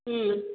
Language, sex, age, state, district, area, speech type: Kannada, female, 60+, Karnataka, Chitradurga, rural, conversation